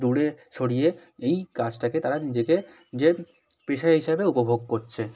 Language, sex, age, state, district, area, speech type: Bengali, male, 18-30, West Bengal, South 24 Parganas, rural, spontaneous